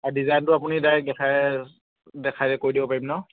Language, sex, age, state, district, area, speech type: Assamese, male, 18-30, Assam, Dibrugarh, urban, conversation